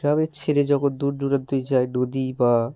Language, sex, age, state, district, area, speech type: Bengali, male, 18-30, West Bengal, Hooghly, urban, spontaneous